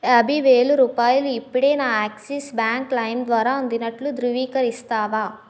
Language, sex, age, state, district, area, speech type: Telugu, female, 18-30, Andhra Pradesh, Kakinada, urban, read